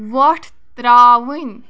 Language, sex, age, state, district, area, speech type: Kashmiri, female, 18-30, Jammu and Kashmir, Kulgam, rural, read